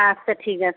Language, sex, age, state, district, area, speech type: Bengali, female, 60+, West Bengal, Birbhum, urban, conversation